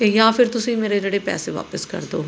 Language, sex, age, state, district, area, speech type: Punjabi, female, 30-45, Punjab, Mohali, urban, spontaneous